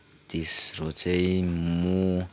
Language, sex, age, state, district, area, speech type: Nepali, male, 18-30, West Bengal, Kalimpong, rural, spontaneous